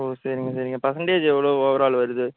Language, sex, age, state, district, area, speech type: Tamil, male, 18-30, Tamil Nadu, Tiruvarur, urban, conversation